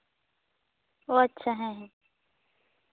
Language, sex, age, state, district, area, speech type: Santali, female, 18-30, West Bengal, Bankura, rural, conversation